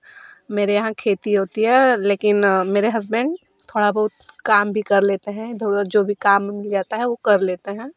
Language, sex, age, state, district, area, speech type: Hindi, female, 30-45, Uttar Pradesh, Varanasi, rural, spontaneous